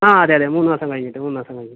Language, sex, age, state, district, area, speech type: Malayalam, male, 18-30, Kerala, Kasaragod, rural, conversation